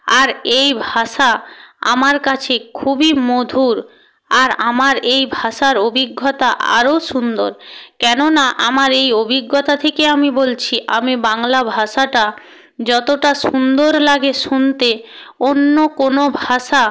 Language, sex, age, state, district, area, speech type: Bengali, female, 18-30, West Bengal, Purba Medinipur, rural, spontaneous